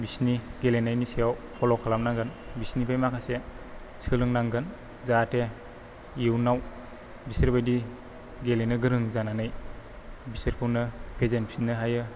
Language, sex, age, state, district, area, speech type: Bodo, male, 18-30, Assam, Chirang, rural, spontaneous